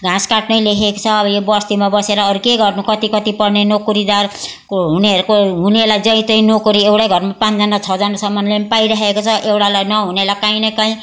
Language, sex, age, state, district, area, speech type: Nepali, female, 60+, West Bengal, Darjeeling, rural, spontaneous